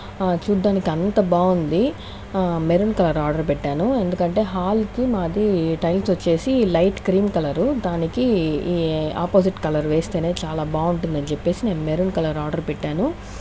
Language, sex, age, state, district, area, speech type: Telugu, female, 30-45, Andhra Pradesh, Chittoor, rural, spontaneous